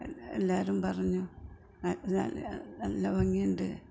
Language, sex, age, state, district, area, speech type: Malayalam, female, 60+, Kerala, Malappuram, rural, spontaneous